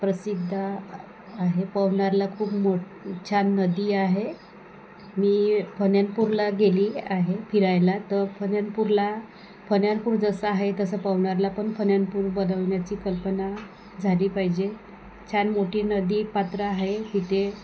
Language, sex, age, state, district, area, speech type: Marathi, female, 30-45, Maharashtra, Wardha, rural, spontaneous